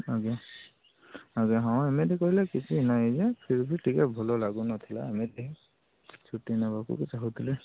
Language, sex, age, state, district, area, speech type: Odia, male, 45-60, Odisha, Sundergarh, rural, conversation